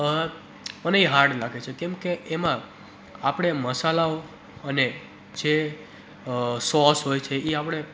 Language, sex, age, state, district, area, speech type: Gujarati, male, 18-30, Gujarat, Surat, rural, spontaneous